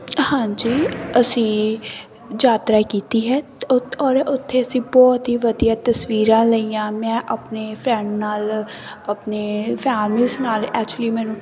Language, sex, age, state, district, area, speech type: Punjabi, female, 18-30, Punjab, Sangrur, rural, spontaneous